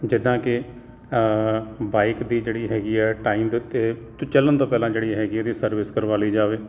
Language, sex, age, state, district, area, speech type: Punjabi, male, 45-60, Punjab, Jalandhar, urban, spontaneous